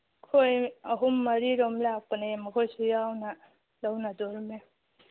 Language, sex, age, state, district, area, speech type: Manipuri, female, 30-45, Manipur, Churachandpur, rural, conversation